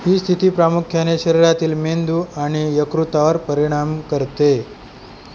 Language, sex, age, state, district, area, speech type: Marathi, male, 30-45, Maharashtra, Beed, urban, read